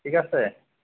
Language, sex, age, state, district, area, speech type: Assamese, male, 45-60, Assam, Kamrup Metropolitan, rural, conversation